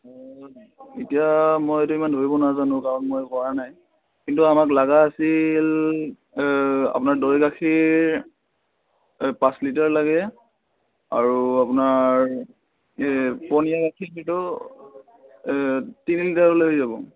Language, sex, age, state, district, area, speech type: Assamese, male, 18-30, Assam, Udalguri, rural, conversation